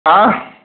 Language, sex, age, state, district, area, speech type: Sindhi, male, 60+, Gujarat, Kutch, rural, conversation